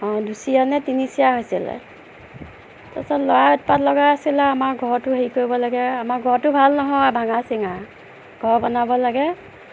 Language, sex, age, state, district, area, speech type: Assamese, female, 30-45, Assam, Nagaon, rural, spontaneous